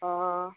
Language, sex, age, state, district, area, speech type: Assamese, female, 30-45, Assam, Darrang, rural, conversation